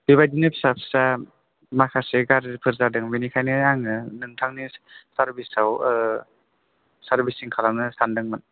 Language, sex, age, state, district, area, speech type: Bodo, male, 18-30, Assam, Chirang, rural, conversation